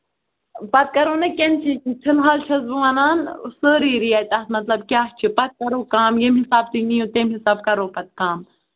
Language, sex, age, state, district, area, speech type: Kashmiri, female, 30-45, Jammu and Kashmir, Ganderbal, rural, conversation